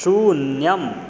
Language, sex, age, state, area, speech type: Sanskrit, male, 18-30, Madhya Pradesh, rural, read